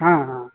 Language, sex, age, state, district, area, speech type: Odia, male, 45-60, Odisha, Nabarangpur, rural, conversation